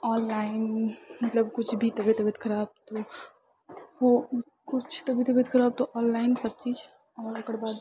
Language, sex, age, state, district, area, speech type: Maithili, female, 30-45, Bihar, Purnia, urban, spontaneous